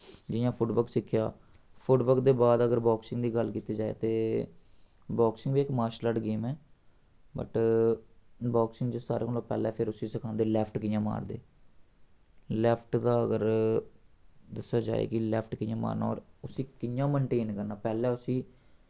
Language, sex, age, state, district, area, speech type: Dogri, male, 18-30, Jammu and Kashmir, Samba, rural, spontaneous